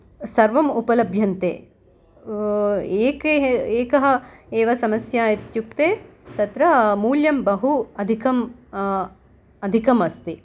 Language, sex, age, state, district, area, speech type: Sanskrit, female, 45-60, Telangana, Hyderabad, urban, spontaneous